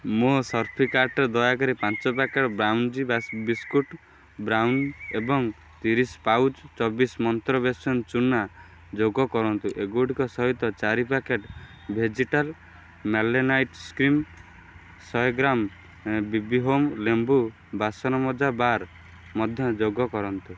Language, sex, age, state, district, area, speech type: Odia, male, 18-30, Odisha, Kendrapara, urban, read